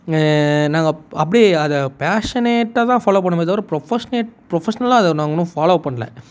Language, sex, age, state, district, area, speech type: Tamil, male, 18-30, Tamil Nadu, Tiruvannamalai, urban, spontaneous